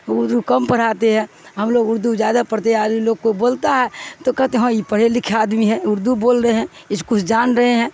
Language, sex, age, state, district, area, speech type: Urdu, female, 60+, Bihar, Supaul, rural, spontaneous